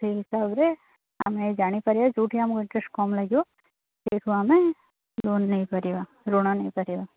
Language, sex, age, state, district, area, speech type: Odia, female, 18-30, Odisha, Sundergarh, urban, conversation